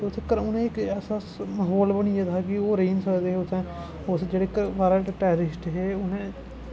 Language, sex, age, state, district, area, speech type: Dogri, male, 18-30, Jammu and Kashmir, Kathua, rural, spontaneous